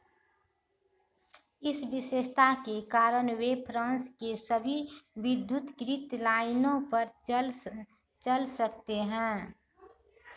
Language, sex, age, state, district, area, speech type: Hindi, female, 30-45, Bihar, Madhepura, rural, read